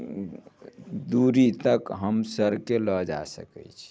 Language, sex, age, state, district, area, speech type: Maithili, male, 45-60, Bihar, Muzaffarpur, urban, spontaneous